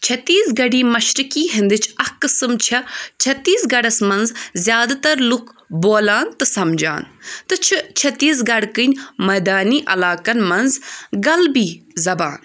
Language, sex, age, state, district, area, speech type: Kashmiri, female, 18-30, Jammu and Kashmir, Budgam, urban, read